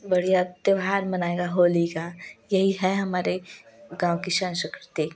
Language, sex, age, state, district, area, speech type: Hindi, female, 18-30, Uttar Pradesh, Prayagraj, rural, spontaneous